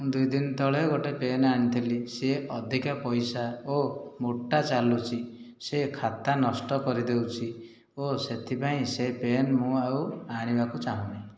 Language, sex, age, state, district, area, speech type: Odia, male, 30-45, Odisha, Khordha, rural, spontaneous